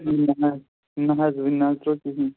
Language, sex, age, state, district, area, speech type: Kashmiri, male, 18-30, Jammu and Kashmir, Pulwama, rural, conversation